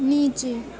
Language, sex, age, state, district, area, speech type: Urdu, female, 18-30, Uttar Pradesh, Gautam Buddha Nagar, rural, read